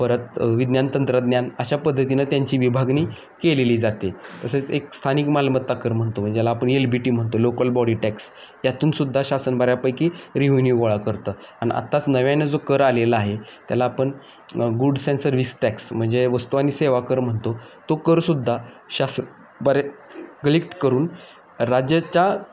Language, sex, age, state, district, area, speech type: Marathi, male, 30-45, Maharashtra, Satara, urban, spontaneous